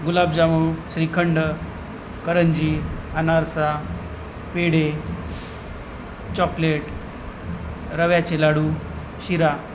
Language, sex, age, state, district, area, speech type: Marathi, male, 30-45, Maharashtra, Nanded, rural, spontaneous